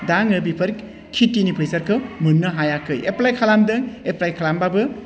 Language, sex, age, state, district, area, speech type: Bodo, male, 45-60, Assam, Udalguri, urban, spontaneous